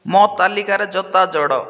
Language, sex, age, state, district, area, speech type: Odia, male, 30-45, Odisha, Malkangiri, urban, read